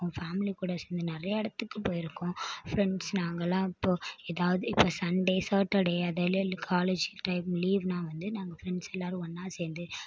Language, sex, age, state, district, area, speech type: Tamil, female, 18-30, Tamil Nadu, Mayiladuthurai, urban, spontaneous